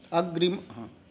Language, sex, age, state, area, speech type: Sanskrit, male, 60+, Jharkhand, rural, read